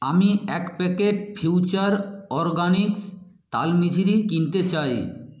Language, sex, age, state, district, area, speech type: Bengali, male, 18-30, West Bengal, Nadia, rural, read